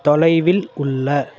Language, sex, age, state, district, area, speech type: Tamil, male, 18-30, Tamil Nadu, Tiruvannamalai, urban, read